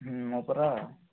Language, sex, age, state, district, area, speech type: Odia, male, 18-30, Odisha, Mayurbhanj, rural, conversation